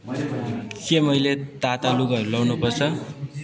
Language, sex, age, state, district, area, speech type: Nepali, male, 18-30, West Bengal, Jalpaiguri, rural, read